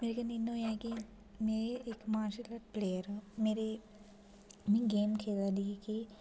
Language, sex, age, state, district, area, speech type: Dogri, female, 18-30, Jammu and Kashmir, Jammu, rural, spontaneous